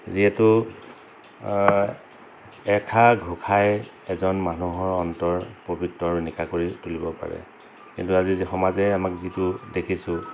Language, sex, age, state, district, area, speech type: Assamese, male, 45-60, Assam, Dhemaji, rural, spontaneous